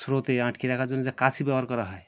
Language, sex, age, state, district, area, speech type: Bengali, male, 45-60, West Bengal, Birbhum, urban, spontaneous